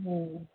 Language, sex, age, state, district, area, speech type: Bengali, female, 45-60, West Bengal, Dakshin Dinajpur, rural, conversation